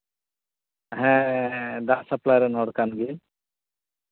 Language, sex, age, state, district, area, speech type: Santali, male, 60+, West Bengal, Malda, rural, conversation